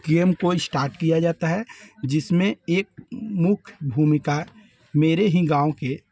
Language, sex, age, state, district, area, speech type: Hindi, male, 30-45, Uttar Pradesh, Varanasi, urban, spontaneous